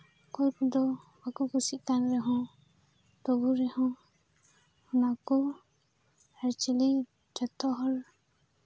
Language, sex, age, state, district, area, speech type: Santali, female, 18-30, West Bengal, Purba Bardhaman, rural, spontaneous